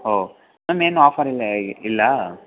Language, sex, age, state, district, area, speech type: Kannada, male, 18-30, Karnataka, Mysore, urban, conversation